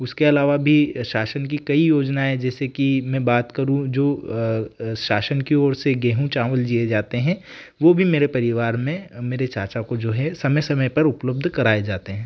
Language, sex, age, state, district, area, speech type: Hindi, male, 18-30, Madhya Pradesh, Ujjain, rural, spontaneous